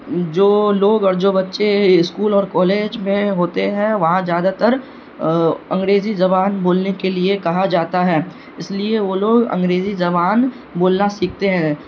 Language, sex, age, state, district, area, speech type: Urdu, male, 18-30, Bihar, Darbhanga, urban, spontaneous